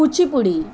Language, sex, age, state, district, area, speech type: Marathi, female, 45-60, Maharashtra, Thane, rural, spontaneous